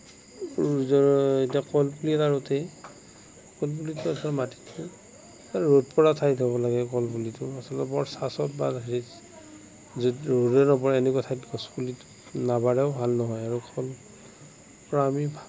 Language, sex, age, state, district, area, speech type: Assamese, male, 60+, Assam, Darrang, rural, spontaneous